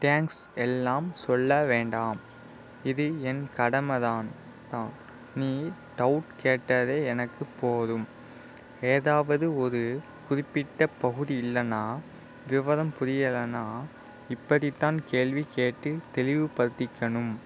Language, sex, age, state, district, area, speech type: Tamil, male, 18-30, Tamil Nadu, Virudhunagar, urban, read